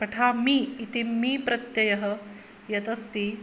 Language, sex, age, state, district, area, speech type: Sanskrit, female, 30-45, Maharashtra, Akola, urban, spontaneous